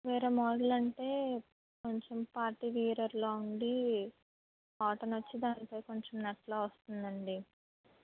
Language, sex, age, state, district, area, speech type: Telugu, female, 18-30, Andhra Pradesh, Anakapalli, rural, conversation